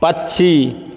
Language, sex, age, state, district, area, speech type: Hindi, male, 30-45, Bihar, Begusarai, rural, read